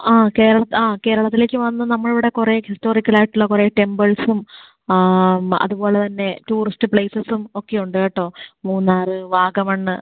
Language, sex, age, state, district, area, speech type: Malayalam, female, 18-30, Kerala, Kottayam, rural, conversation